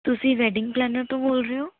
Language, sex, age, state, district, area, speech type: Punjabi, female, 30-45, Punjab, Mohali, urban, conversation